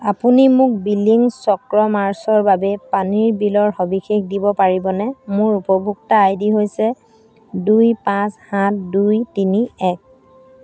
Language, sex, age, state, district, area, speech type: Assamese, female, 45-60, Assam, Dhemaji, rural, read